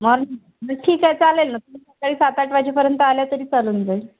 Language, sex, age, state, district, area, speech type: Marathi, female, 30-45, Maharashtra, Thane, urban, conversation